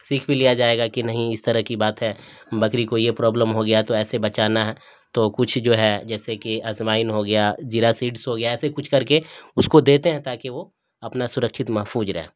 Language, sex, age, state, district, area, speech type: Urdu, male, 60+, Bihar, Darbhanga, rural, spontaneous